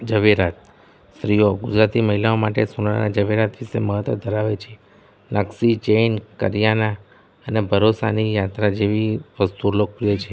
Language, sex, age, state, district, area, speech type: Gujarati, male, 30-45, Gujarat, Kheda, rural, spontaneous